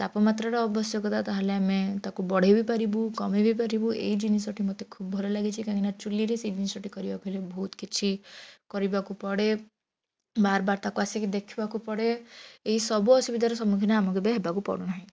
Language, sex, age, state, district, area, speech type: Odia, female, 30-45, Odisha, Bhadrak, rural, spontaneous